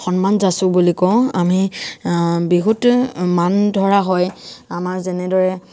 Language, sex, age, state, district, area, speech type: Assamese, female, 18-30, Assam, Tinsukia, rural, spontaneous